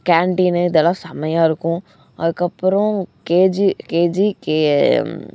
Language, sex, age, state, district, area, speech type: Tamil, female, 18-30, Tamil Nadu, Coimbatore, rural, spontaneous